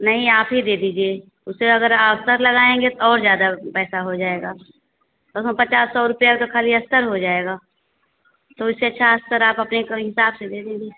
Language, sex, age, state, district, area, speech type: Hindi, female, 45-60, Uttar Pradesh, Azamgarh, rural, conversation